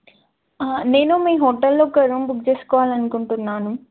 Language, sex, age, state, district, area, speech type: Telugu, female, 18-30, Telangana, Ranga Reddy, urban, conversation